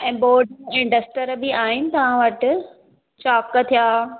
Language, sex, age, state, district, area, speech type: Sindhi, female, 30-45, Maharashtra, Thane, urban, conversation